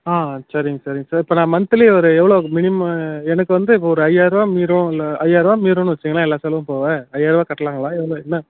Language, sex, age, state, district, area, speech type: Tamil, male, 18-30, Tamil Nadu, Tiruvannamalai, urban, conversation